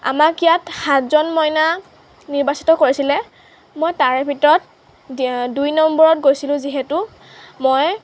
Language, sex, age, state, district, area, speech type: Assamese, female, 18-30, Assam, Lakhimpur, rural, spontaneous